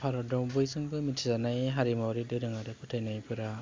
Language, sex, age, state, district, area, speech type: Bodo, male, 30-45, Assam, Baksa, urban, spontaneous